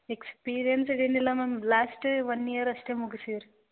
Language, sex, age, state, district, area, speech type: Kannada, female, 18-30, Karnataka, Gulbarga, urban, conversation